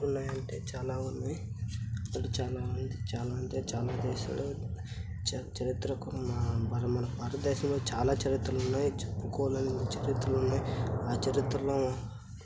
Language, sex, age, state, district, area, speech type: Telugu, male, 30-45, Andhra Pradesh, Kadapa, rural, spontaneous